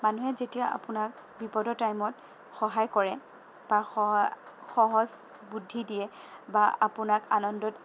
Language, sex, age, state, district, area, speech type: Assamese, female, 18-30, Assam, Sonitpur, urban, spontaneous